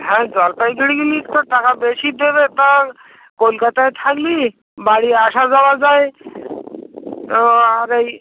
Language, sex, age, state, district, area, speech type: Bengali, male, 60+, West Bengal, North 24 Parganas, rural, conversation